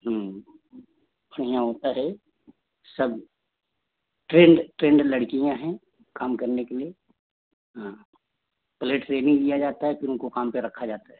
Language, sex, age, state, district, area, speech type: Hindi, male, 30-45, Uttar Pradesh, Jaunpur, rural, conversation